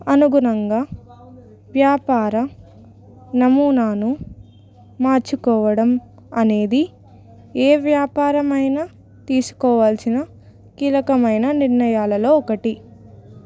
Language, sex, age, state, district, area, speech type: Telugu, female, 18-30, Telangana, Ranga Reddy, rural, spontaneous